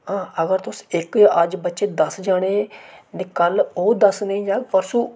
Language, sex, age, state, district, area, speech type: Dogri, male, 18-30, Jammu and Kashmir, Reasi, urban, spontaneous